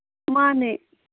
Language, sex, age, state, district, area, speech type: Manipuri, female, 30-45, Manipur, Kangpokpi, urban, conversation